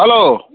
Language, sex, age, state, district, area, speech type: Assamese, male, 30-45, Assam, Sivasagar, rural, conversation